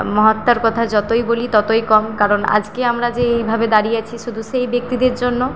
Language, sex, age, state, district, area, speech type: Bengali, female, 18-30, West Bengal, Paschim Medinipur, rural, spontaneous